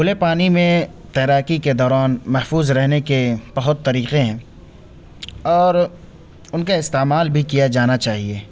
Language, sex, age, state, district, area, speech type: Urdu, male, 30-45, Uttar Pradesh, Lucknow, rural, spontaneous